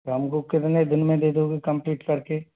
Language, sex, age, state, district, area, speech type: Hindi, male, 30-45, Rajasthan, Jaipur, urban, conversation